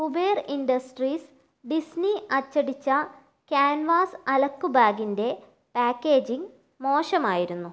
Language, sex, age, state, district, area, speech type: Malayalam, female, 30-45, Kerala, Kannur, rural, read